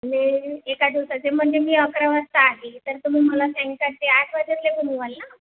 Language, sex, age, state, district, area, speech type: Marathi, female, 30-45, Maharashtra, Nagpur, urban, conversation